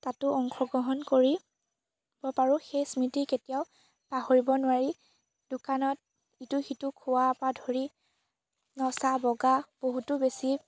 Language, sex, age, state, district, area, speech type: Assamese, female, 18-30, Assam, Biswanath, rural, spontaneous